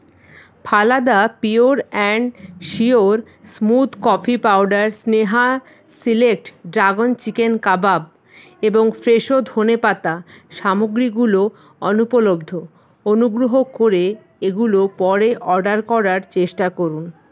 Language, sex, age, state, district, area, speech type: Bengali, female, 45-60, West Bengal, Paschim Bardhaman, rural, read